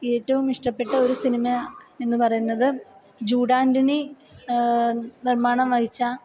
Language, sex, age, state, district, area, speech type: Malayalam, female, 18-30, Kerala, Kottayam, rural, spontaneous